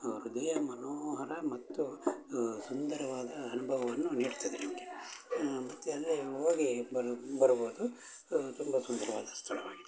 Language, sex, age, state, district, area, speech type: Kannada, male, 60+, Karnataka, Shimoga, rural, spontaneous